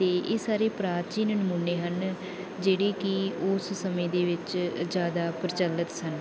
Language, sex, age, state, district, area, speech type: Punjabi, female, 18-30, Punjab, Bathinda, rural, spontaneous